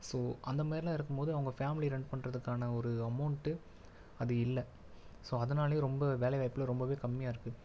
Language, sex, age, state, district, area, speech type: Tamil, male, 18-30, Tamil Nadu, Viluppuram, urban, spontaneous